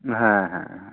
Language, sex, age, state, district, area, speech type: Bengali, male, 18-30, West Bengal, Birbhum, urban, conversation